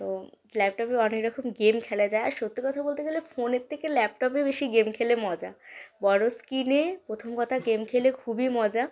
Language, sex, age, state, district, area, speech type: Bengali, female, 18-30, West Bengal, Malda, rural, spontaneous